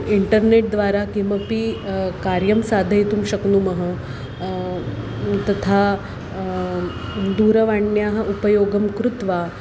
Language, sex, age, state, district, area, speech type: Sanskrit, female, 30-45, Maharashtra, Nagpur, urban, spontaneous